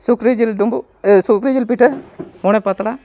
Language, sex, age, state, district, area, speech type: Santali, male, 45-60, Jharkhand, East Singhbhum, rural, spontaneous